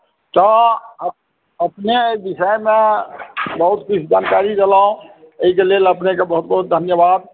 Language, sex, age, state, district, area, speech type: Maithili, male, 60+, Bihar, Madhubani, urban, conversation